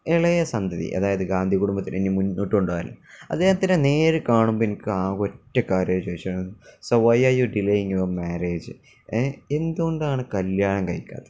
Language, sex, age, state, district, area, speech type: Malayalam, male, 18-30, Kerala, Kozhikode, rural, spontaneous